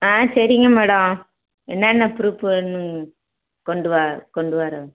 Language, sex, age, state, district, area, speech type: Tamil, female, 45-60, Tamil Nadu, Madurai, rural, conversation